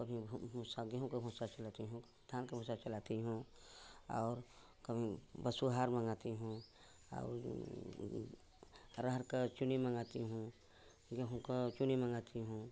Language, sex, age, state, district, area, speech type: Hindi, female, 60+, Uttar Pradesh, Chandauli, rural, spontaneous